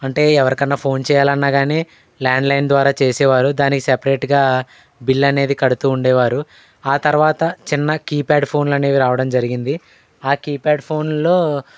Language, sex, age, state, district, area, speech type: Telugu, male, 18-30, Andhra Pradesh, Eluru, rural, spontaneous